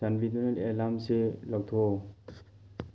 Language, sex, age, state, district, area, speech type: Manipuri, male, 18-30, Manipur, Thoubal, rural, read